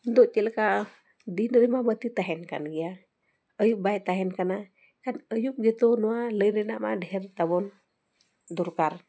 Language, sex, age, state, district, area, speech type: Santali, female, 45-60, Jharkhand, Bokaro, rural, spontaneous